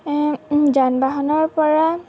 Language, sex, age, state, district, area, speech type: Assamese, female, 18-30, Assam, Lakhimpur, rural, spontaneous